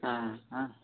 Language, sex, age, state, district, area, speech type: Dogri, male, 18-30, Jammu and Kashmir, Udhampur, rural, conversation